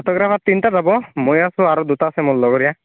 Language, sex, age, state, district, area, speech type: Assamese, male, 18-30, Assam, Barpeta, rural, conversation